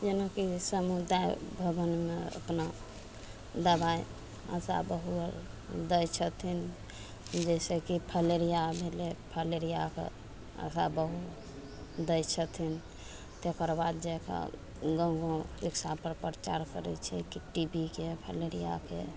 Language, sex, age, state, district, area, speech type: Maithili, female, 45-60, Bihar, Begusarai, rural, spontaneous